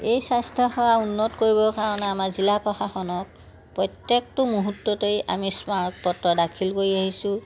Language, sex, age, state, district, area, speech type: Assamese, male, 60+, Assam, Majuli, urban, spontaneous